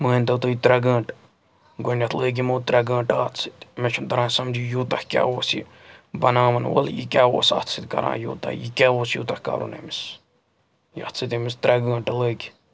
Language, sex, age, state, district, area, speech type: Kashmiri, male, 45-60, Jammu and Kashmir, Srinagar, urban, spontaneous